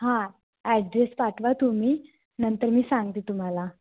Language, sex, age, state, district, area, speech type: Marathi, female, 18-30, Maharashtra, Wardha, urban, conversation